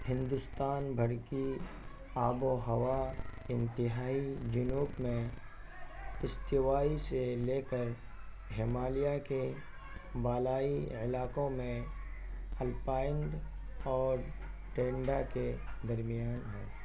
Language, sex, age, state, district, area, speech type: Urdu, male, 18-30, Bihar, Purnia, rural, read